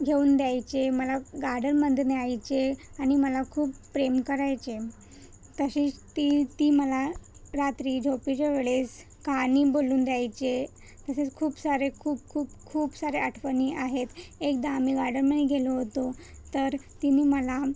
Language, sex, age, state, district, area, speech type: Marathi, female, 30-45, Maharashtra, Nagpur, urban, spontaneous